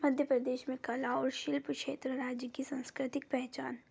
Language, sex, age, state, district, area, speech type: Hindi, female, 18-30, Madhya Pradesh, Ujjain, urban, spontaneous